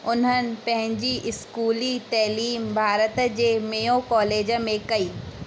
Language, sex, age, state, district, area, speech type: Sindhi, female, 18-30, Madhya Pradesh, Katni, rural, read